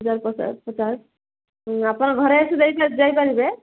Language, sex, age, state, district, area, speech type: Odia, female, 45-60, Odisha, Malkangiri, urban, conversation